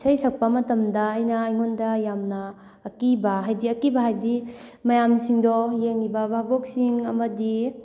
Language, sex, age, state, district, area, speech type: Manipuri, female, 18-30, Manipur, Thoubal, rural, spontaneous